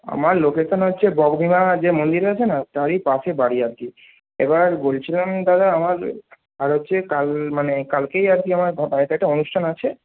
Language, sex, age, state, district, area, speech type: Bengali, male, 30-45, West Bengal, Purba Medinipur, rural, conversation